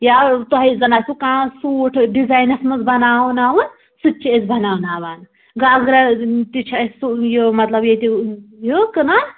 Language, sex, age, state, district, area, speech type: Kashmiri, female, 18-30, Jammu and Kashmir, Pulwama, rural, conversation